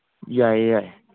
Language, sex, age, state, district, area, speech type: Manipuri, male, 18-30, Manipur, Kangpokpi, urban, conversation